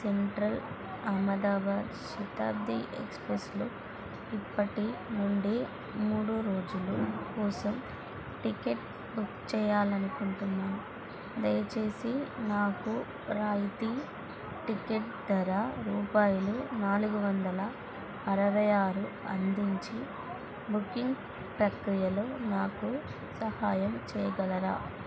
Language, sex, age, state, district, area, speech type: Telugu, female, 18-30, Andhra Pradesh, Nellore, urban, read